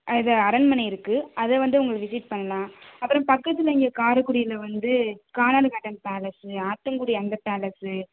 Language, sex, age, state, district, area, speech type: Tamil, female, 18-30, Tamil Nadu, Sivaganga, rural, conversation